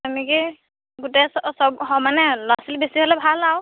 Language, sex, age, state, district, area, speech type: Assamese, female, 18-30, Assam, Lakhimpur, rural, conversation